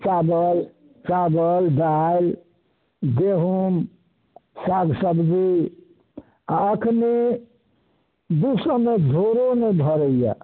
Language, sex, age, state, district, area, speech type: Maithili, male, 60+, Bihar, Samastipur, urban, conversation